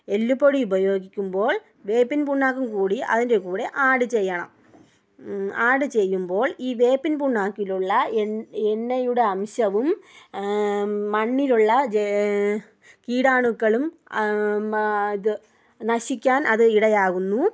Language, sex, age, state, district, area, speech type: Malayalam, female, 30-45, Kerala, Thiruvananthapuram, rural, spontaneous